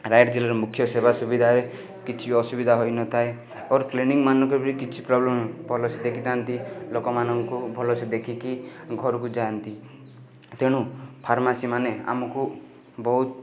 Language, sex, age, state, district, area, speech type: Odia, male, 18-30, Odisha, Rayagada, urban, spontaneous